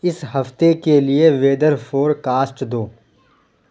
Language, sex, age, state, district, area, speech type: Urdu, male, 18-30, Uttar Pradesh, Lucknow, urban, read